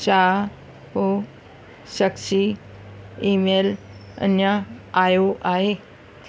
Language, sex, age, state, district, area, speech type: Sindhi, female, 45-60, Maharashtra, Thane, urban, read